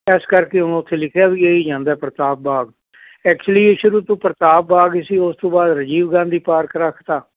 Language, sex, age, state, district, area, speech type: Punjabi, male, 60+, Punjab, Fazilka, rural, conversation